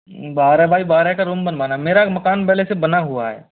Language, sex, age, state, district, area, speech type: Hindi, male, 30-45, Rajasthan, Jaipur, urban, conversation